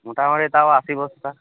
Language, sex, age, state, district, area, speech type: Bengali, male, 18-30, West Bengal, Uttar Dinajpur, urban, conversation